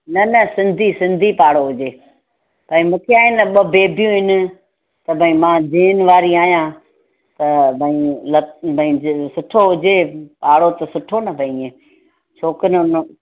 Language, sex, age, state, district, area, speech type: Sindhi, female, 45-60, Gujarat, Junagadh, rural, conversation